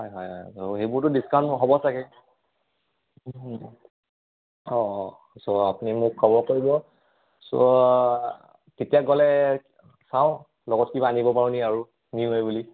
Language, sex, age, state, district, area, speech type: Assamese, male, 18-30, Assam, Charaideo, urban, conversation